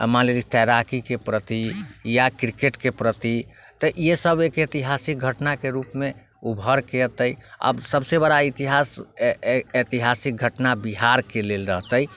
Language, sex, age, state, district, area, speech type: Maithili, male, 30-45, Bihar, Muzaffarpur, rural, spontaneous